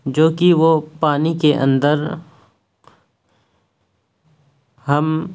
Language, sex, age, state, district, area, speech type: Urdu, male, 18-30, Uttar Pradesh, Ghaziabad, urban, spontaneous